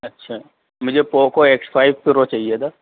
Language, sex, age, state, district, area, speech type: Urdu, male, 18-30, Delhi, East Delhi, rural, conversation